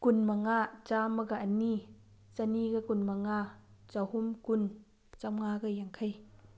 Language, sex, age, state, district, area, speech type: Manipuri, female, 30-45, Manipur, Thoubal, urban, spontaneous